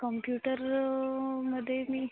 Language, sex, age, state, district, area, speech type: Marathi, female, 18-30, Maharashtra, Amravati, urban, conversation